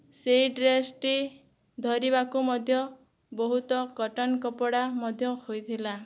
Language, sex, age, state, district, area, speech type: Odia, female, 18-30, Odisha, Boudh, rural, spontaneous